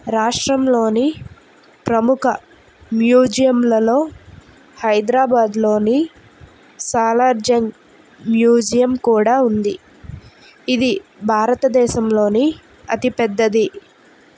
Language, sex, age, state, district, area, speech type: Telugu, female, 30-45, Andhra Pradesh, Vizianagaram, rural, read